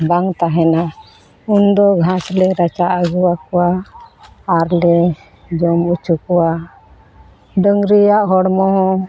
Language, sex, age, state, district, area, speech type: Santali, female, 45-60, West Bengal, Malda, rural, spontaneous